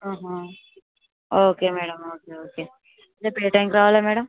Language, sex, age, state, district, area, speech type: Telugu, female, 18-30, Telangana, Ranga Reddy, rural, conversation